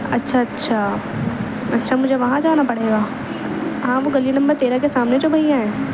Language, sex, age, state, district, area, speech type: Urdu, female, 18-30, Delhi, East Delhi, urban, spontaneous